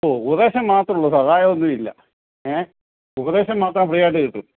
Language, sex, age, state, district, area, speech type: Malayalam, male, 45-60, Kerala, Alappuzha, rural, conversation